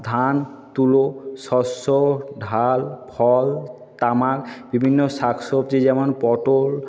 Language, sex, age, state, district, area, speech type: Bengali, male, 30-45, West Bengal, Jhargram, rural, spontaneous